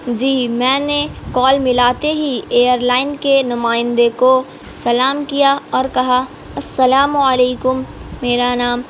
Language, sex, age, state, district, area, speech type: Urdu, female, 18-30, Bihar, Gaya, urban, spontaneous